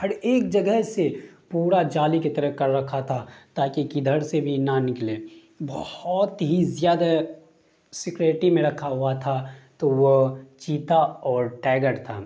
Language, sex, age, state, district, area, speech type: Urdu, male, 18-30, Bihar, Darbhanga, rural, spontaneous